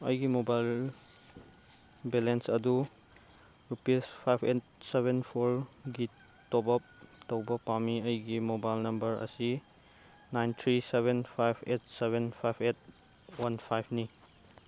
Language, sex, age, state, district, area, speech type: Manipuri, male, 30-45, Manipur, Chandel, rural, read